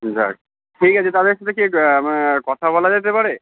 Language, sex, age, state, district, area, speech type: Bengali, male, 30-45, West Bengal, Uttar Dinajpur, urban, conversation